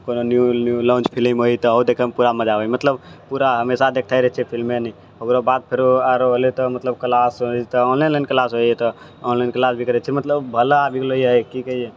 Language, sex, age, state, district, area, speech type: Maithili, male, 60+, Bihar, Purnia, rural, spontaneous